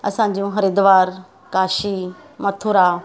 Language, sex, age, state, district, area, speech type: Sindhi, female, 45-60, Maharashtra, Mumbai Suburban, urban, spontaneous